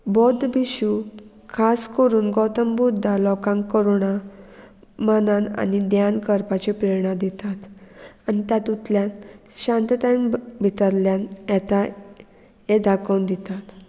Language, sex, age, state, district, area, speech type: Goan Konkani, female, 18-30, Goa, Murmgao, urban, spontaneous